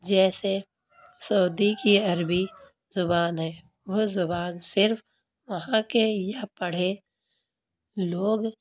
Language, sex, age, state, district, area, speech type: Urdu, female, 30-45, Uttar Pradesh, Lucknow, urban, spontaneous